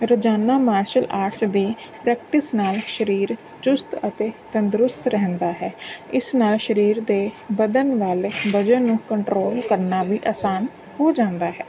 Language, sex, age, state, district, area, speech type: Punjabi, female, 30-45, Punjab, Mansa, urban, spontaneous